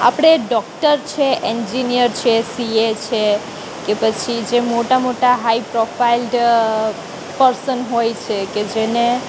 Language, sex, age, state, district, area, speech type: Gujarati, female, 18-30, Gujarat, Junagadh, urban, spontaneous